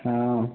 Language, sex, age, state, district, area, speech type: Maithili, male, 18-30, Bihar, Begusarai, rural, conversation